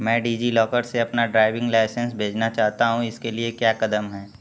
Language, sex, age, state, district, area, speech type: Hindi, male, 18-30, Uttar Pradesh, Mau, urban, read